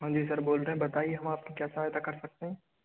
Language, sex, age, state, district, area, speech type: Hindi, male, 60+, Rajasthan, Karauli, rural, conversation